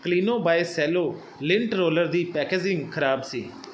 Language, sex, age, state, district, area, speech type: Punjabi, male, 30-45, Punjab, Fazilka, urban, read